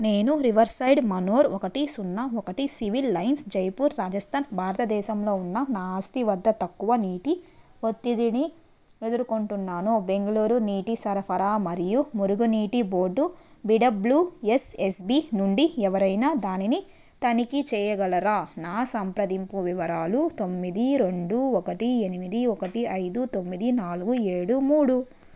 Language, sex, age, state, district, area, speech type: Telugu, female, 30-45, Andhra Pradesh, Nellore, urban, read